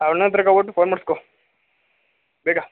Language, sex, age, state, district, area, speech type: Kannada, male, 18-30, Karnataka, Mandya, rural, conversation